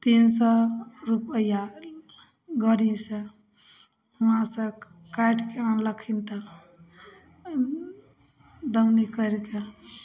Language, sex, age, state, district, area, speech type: Maithili, female, 30-45, Bihar, Samastipur, rural, spontaneous